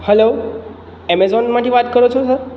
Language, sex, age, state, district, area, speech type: Gujarati, male, 18-30, Gujarat, Surat, urban, spontaneous